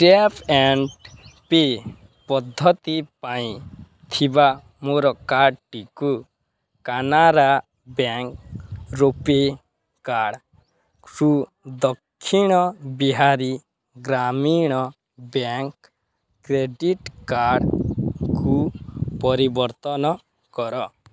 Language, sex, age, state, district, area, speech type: Odia, male, 18-30, Odisha, Balangir, urban, read